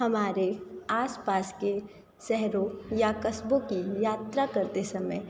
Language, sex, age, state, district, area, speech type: Hindi, female, 30-45, Uttar Pradesh, Sonbhadra, rural, spontaneous